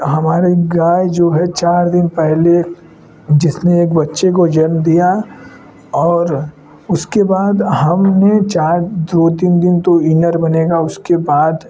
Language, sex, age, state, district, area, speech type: Hindi, male, 18-30, Uttar Pradesh, Varanasi, rural, spontaneous